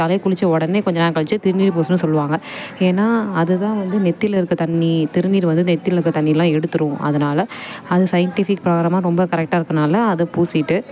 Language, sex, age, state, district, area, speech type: Tamil, female, 18-30, Tamil Nadu, Perambalur, urban, spontaneous